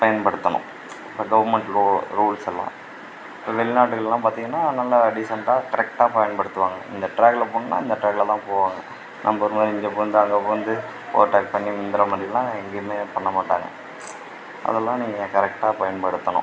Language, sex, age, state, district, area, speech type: Tamil, male, 45-60, Tamil Nadu, Mayiladuthurai, rural, spontaneous